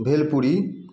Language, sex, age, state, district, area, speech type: Maithili, male, 30-45, Bihar, Samastipur, rural, spontaneous